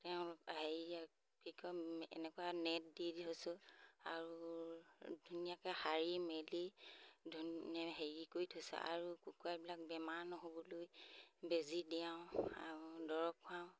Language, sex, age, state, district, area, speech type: Assamese, female, 45-60, Assam, Sivasagar, rural, spontaneous